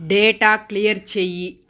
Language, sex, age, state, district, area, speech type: Telugu, female, 30-45, Andhra Pradesh, Sri Balaji, urban, read